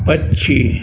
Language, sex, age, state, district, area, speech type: Hindi, male, 60+, Uttar Pradesh, Azamgarh, rural, read